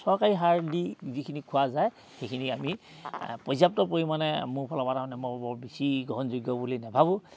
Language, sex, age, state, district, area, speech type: Assamese, male, 45-60, Assam, Dhemaji, urban, spontaneous